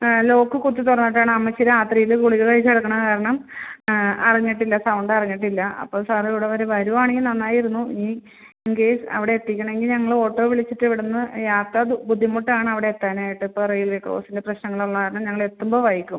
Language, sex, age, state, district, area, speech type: Malayalam, female, 45-60, Kerala, Ernakulam, urban, conversation